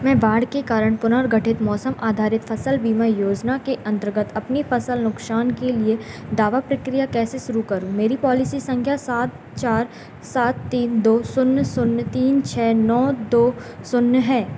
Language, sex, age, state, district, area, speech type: Hindi, female, 18-30, Madhya Pradesh, Narsinghpur, rural, read